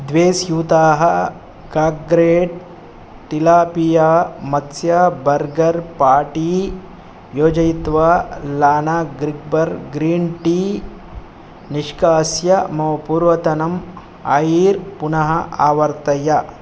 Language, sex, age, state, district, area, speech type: Sanskrit, male, 30-45, Telangana, Ranga Reddy, urban, read